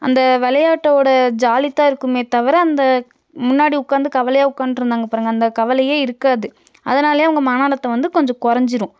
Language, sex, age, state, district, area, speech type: Tamil, female, 30-45, Tamil Nadu, Nilgiris, urban, spontaneous